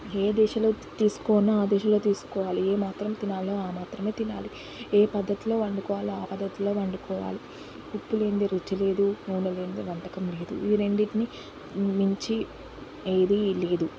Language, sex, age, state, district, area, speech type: Telugu, female, 18-30, Andhra Pradesh, Srikakulam, urban, spontaneous